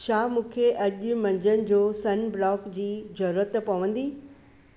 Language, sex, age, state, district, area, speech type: Sindhi, female, 45-60, Maharashtra, Thane, urban, read